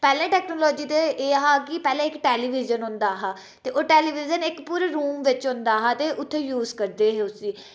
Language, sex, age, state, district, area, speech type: Dogri, female, 18-30, Jammu and Kashmir, Udhampur, rural, spontaneous